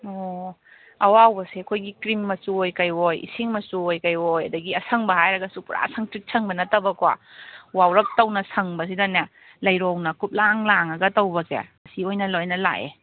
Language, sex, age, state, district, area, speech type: Manipuri, female, 18-30, Manipur, Kangpokpi, urban, conversation